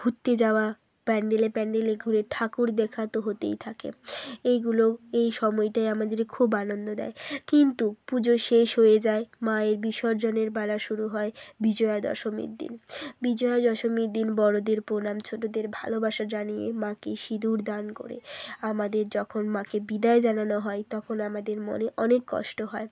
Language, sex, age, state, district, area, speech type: Bengali, female, 30-45, West Bengal, Bankura, urban, spontaneous